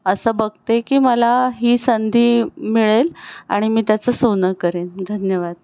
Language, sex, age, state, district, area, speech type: Marathi, female, 45-60, Maharashtra, Pune, urban, spontaneous